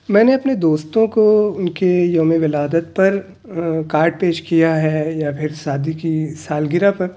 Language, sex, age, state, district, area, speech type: Urdu, male, 30-45, Delhi, South Delhi, urban, spontaneous